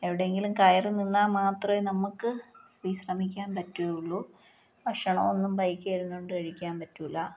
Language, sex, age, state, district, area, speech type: Malayalam, female, 30-45, Kerala, Palakkad, rural, spontaneous